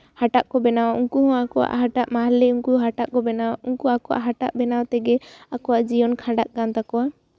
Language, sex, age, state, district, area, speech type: Santali, female, 18-30, West Bengal, Jhargram, rural, spontaneous